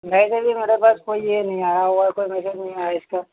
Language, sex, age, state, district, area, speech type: Urdu, male, 18-30, Uttar Pradesh, Gautam Buddha Nagar, urban, conversation